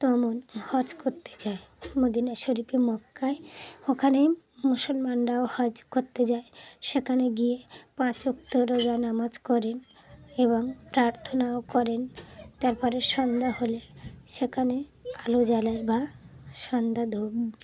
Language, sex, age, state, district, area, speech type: Bengali, female, 30-45, West Bengal, Dakshin Dinajpur, urban, spontaneous